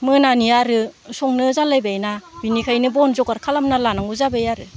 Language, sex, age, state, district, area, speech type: Bodo, female, 45-60, Assam, Udalguri, rural, spontaneous